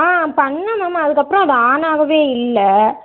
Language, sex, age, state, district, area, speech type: Tamil, female, 18-30, Tamil Nadu, Madurai, urban, conversation